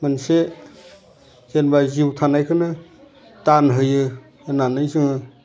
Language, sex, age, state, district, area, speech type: Bodo, male, 60+, Assam, Udalguri, rural, spontaneous